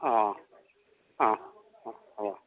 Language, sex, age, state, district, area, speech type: Assamese, male, 60+, Assam, Udalguri, rural, conversation